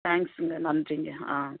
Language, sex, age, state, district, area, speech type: Tamil, female, 45-60, Tamil Nadu, Viluppuram, urban, conversation